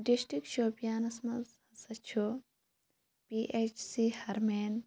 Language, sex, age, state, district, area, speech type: Kashmiri, female, 18-30, Jammu and Kashmir, Shopian, rural, spontaneous